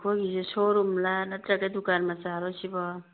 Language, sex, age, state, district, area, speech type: Manipuri, female, 45-60, Manipur, Imphal East, rural, conversation